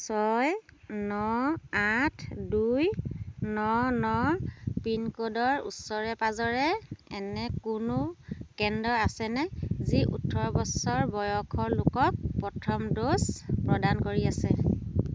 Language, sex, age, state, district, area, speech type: Assamese, female, 30-45, Assam, Dhemaji, rural, read